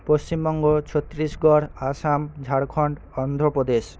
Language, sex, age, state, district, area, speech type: Bengali, male, 18-30, West Bengal, Paschim Medinipur, rural, spontaneous